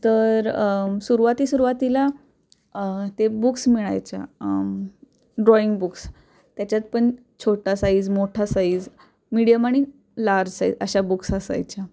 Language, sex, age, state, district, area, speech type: Marathi, female, 18-30, Maharashtra, Pune, urban, spontaneous